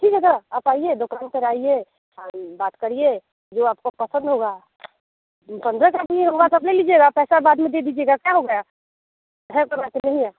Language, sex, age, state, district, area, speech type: Hindi, female, 30-45, Bihar, Muzaffarpur, rural, conversation